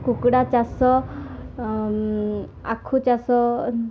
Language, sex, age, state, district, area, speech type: Odia, female, 18-30, Odisha, Koraput, urban, spontaneous